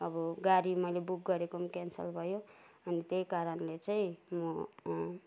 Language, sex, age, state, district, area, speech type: Nepali, female, 60+, West Bengal, Kalimpong, rural, spontaneous